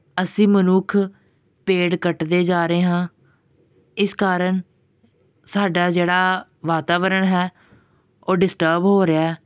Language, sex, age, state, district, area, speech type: Punjabi, male, 18-30, Punjab, Pathankot, urban, spontaneous